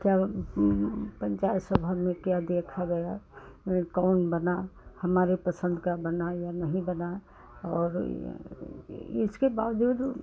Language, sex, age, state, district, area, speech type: Hindi, female, 60+, Uttar Pradesh, Hardoi, rural, spontaneous